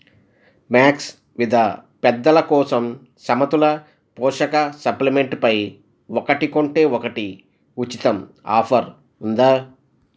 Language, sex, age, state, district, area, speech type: Telugu, male, 45-60, Andhra Pradesh, East Godavari, rural, read